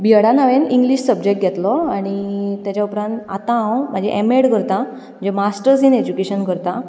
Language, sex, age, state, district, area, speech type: Goan Konkani, female, 18-30, Goa, Ponda, rural, spontaneous